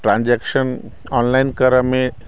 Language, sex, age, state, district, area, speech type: Maithili, male, 60+, Bihar, Sitamarhi, rural, spontaneous